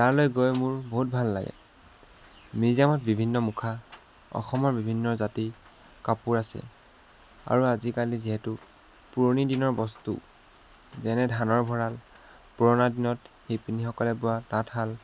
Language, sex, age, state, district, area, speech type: Assamese, male, 18-30, Assam, Jorhat, urban, spontaneous